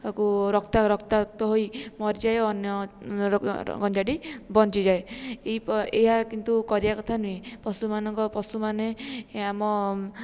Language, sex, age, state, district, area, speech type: Odia, female, 18-30, Odisha, Jajpur, rural, spontaneous